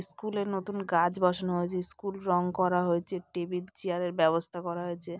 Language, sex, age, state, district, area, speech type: Bengali, female, 30-45, West Bengal, South 24 Parganas, rural, spontaneous